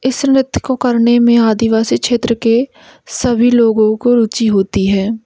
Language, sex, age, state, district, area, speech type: Hindi, female, 18-30, Madhya Pradesh, Hoshangabad, rural, spontaneous